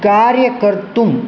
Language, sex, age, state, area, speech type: Sanskrit, male, 18-30, Bihar, rural, spontaneous